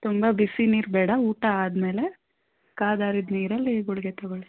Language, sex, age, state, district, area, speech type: Kannada, female, 18-30, Karnataka, Davanagere, rural, conversation